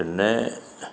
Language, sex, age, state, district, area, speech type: Malayalam, male, 60+, Kerala, Kollam, rural, spontaneous